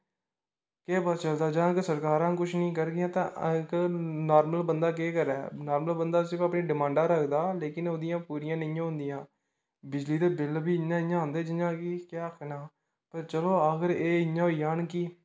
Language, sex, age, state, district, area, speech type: Dogri, male, 18-30, Jammu and Kashmir, Kathua, rural, spontaneous